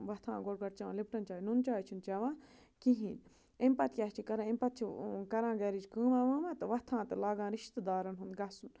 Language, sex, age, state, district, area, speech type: Kashmiri, female, 45-60, Jammu and Kashmir, Budgam, rural, spontaneous